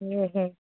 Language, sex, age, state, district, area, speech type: Santali, female, 18-30, West Bengal, Purba Bardhaman, rural, conversation